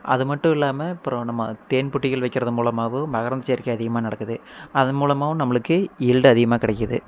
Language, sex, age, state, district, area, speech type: Tamil, male, 18-30, Tamil Nadu, Erode, rural, spontaneous